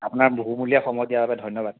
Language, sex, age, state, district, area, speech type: Assamese, male, 30-45, Assam, Kamrup Metropolitan, urban, conversation